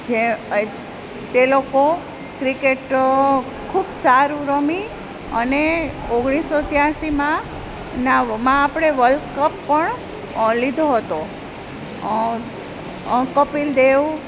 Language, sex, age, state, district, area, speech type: Gujarati, female, 45-60, Gujarat, Junagadh, rural, spontaneous